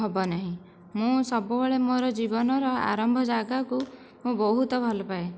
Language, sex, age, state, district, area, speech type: Odia, female, 30-45, Odisha, Dhenkanal, rural, spontaneous